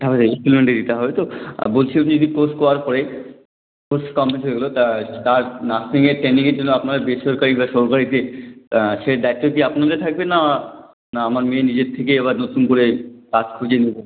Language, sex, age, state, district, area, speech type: Bengali, male, 18-30, West Bengal, Jalpaiguri, rural, conversation